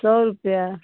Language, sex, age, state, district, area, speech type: Hindi, female, 30-45, Uttar Pradesh, Ghazipur, rural, conversation